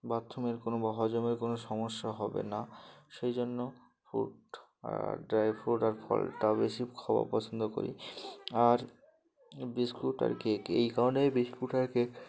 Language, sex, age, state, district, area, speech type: Bengali, male, 18-30, West Bengal, Uttar Dinajpur, urban, spontaneous